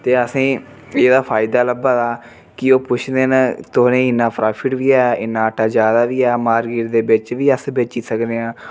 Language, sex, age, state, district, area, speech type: Dogri, male, 30-45, Jammu and Kashmir, Reasi, rural, spontaneous